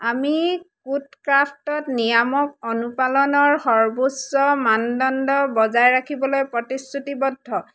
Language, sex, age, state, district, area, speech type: Assamese, female, 30-45, Assam, Dhemaji, rural, read